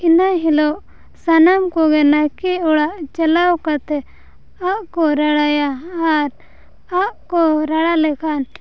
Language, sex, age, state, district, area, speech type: Santali, female, 18-30, Jharkhand, Seraikela Kharsawan, rural, spontaneous